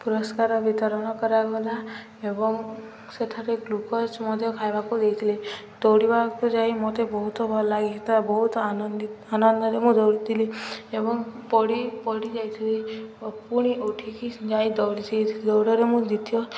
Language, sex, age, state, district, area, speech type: Odia, female, 18-30, Odisha, Subarnapur, urban, spontaneous